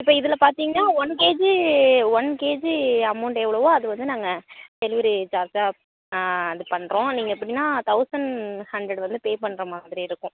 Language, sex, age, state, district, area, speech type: Tamil, female, 18-30, Tamil Nadu, Tiruvarur, rural, conversation